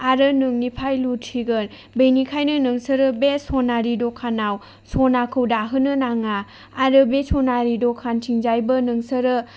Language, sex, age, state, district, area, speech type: Bodo, female, 30-45, Assam, Chirang, rural, spontaneous